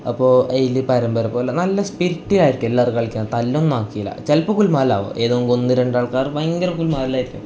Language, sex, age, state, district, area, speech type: Malayalam, male, 18-30, Kerala, Kasaragod, urban, spontaneous